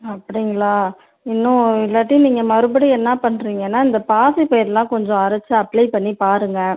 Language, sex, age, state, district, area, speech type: Tamil, female, 30-45, Tamil Nadu, Tiruchirappalli, rural, conversation